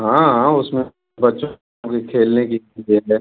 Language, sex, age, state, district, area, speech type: Hindi, male, 45-60, Uttar Pradesh, Mau, urban, conversation